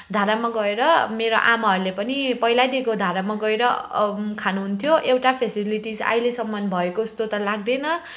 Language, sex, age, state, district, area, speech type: Nepali, female, 30-45, West Bengal, Kalimpong, rural, spontaneous